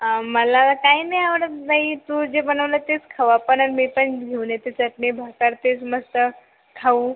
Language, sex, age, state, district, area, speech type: Marathi, female, 18-30, Maharashtra, Buldhana, rural, conversation